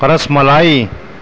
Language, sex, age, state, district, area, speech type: Urdu, male, 30-45, Delhi, New Delhi, urban, spontaneous